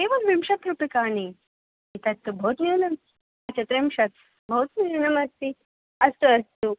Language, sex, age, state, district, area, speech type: Sanskrit, female, 18-30, Delhi, North East Delhi, urban, conversation